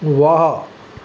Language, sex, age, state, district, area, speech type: Sindhi, male, 60+, Maharashtra, Thane, rural, read